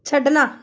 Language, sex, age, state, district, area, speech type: Punjabi, female, 30-45, Punjab, Amritsar, urban, read